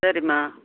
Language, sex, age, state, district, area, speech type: Tamil, female, 60+, Tamil Nadu, Kallakurichi, urban, conversation